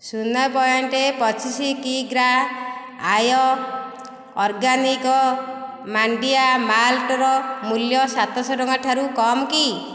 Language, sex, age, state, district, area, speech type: Odia, female, 45-60, Odisha, Dhenkanal, rural, read